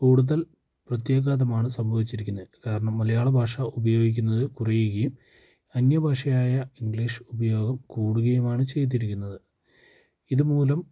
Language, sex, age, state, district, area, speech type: Malayalam, male, 18-30, Kerala, Wayanad, rural, spontaneous